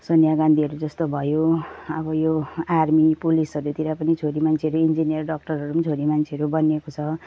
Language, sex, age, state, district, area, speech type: Nepali, female, 45-60, West Bengal, Jalpaiguri, urban, spontaneous